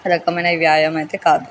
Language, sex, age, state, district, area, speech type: Telugu, female, 18-30, Telangana, Mahbubnagar, urban, spontaneous